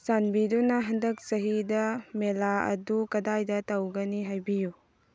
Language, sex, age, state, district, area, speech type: Manipuri, female, 18-30, Manipur, Tengnoupal, rural, read